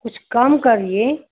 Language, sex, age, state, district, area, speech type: Hindi, female, 45-60, Uttar Pradesh, Ghazipur, urban, conversation